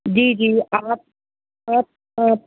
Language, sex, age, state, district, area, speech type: Urdu, female, 30-45, Delhi, South Delhi, rural, conversation